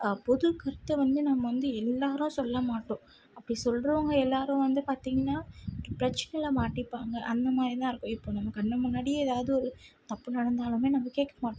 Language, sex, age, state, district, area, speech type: Tamil, female, 18-30, Tamil Nadu, Tirupattur, urban, spontaneous